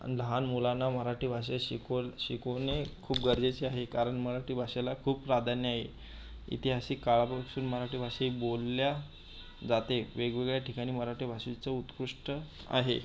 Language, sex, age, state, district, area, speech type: Marathi, male, 30-45, Maharashtra, Buldhana, urban, spontaneous